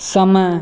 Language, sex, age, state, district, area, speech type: Hindi, male, 18-30, Bihar, Samastipur, rural, read